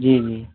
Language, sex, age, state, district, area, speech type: Hindi, male, 18-30, Uttar Pradesh, Mau, rural, conversation